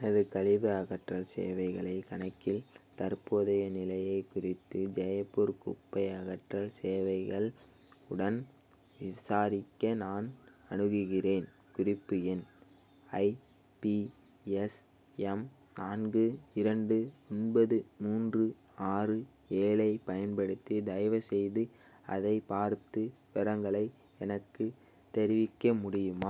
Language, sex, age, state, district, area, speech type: Tamil, male, 18-30, Tamil Nadu, Thanjavur, rural, read